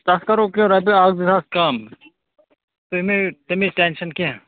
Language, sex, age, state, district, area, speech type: Kashmiri, male, 30-45, Jammu and Kashmir, Bandipora, rural, conversation